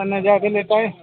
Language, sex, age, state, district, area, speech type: Odia, male, 45-60, Odisha, Sambalpur, rural, conversation